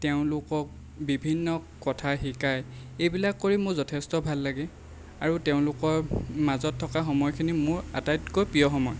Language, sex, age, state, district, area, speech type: Assamese, male, 30-45, Assam, Lakhimpur, rural, spontaneous